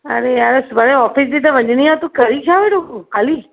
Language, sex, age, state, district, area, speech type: Sindhi, female, 45-60, Maharashtra, Mumbai Suburban, urban, conversation